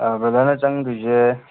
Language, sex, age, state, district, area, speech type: Manipuri, male, 18-30, Manipur, Kangpokpi, urban, conversation